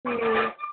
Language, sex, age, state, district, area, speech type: Urdu, female, 18-30, Uttar Pradesh, Ghaziabad, urban, conversation